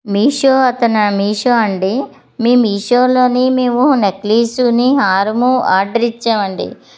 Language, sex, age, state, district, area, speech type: Telugu, female, 45-60, Andhra Pradesh, Anakapalli, rural, spontaneous